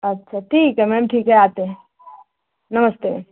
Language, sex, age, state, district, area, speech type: Hindi, female, 45-60, Uttar Pradesh, Ayodhya, rural, conversation